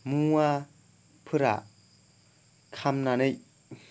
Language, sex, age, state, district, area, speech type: Bodo, male, 18-30, Assam, Kokrajhar, rural, spontaneous